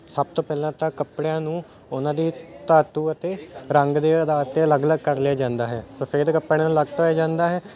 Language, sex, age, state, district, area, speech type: Punjabi, male, 18-30, Punjab, Ludhiana, urban, spontaneous